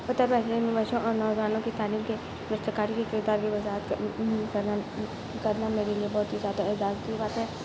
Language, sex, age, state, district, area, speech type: Urdu, other, 18-30, Uttar Pradesh, Mau, urban, spontaneous